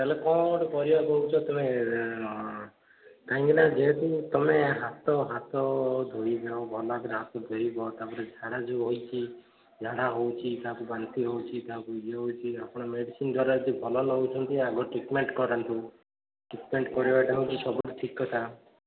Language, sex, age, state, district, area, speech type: Odia, male, 18-30, Odisha, Puri, urban, conversation